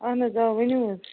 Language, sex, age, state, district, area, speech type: Kashmiri, female, 30-45, Jammu and Kashmir, Baramulla, rural, conversation